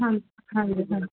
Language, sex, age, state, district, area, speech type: Punjabi, female, 18-30, Punjab, Muktsar, urban, conversation